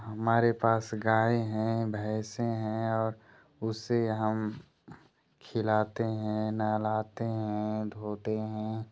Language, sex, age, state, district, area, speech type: Hindi, male, 30-45, Uttar Pradesh, Ghazipur, rural, spontaneous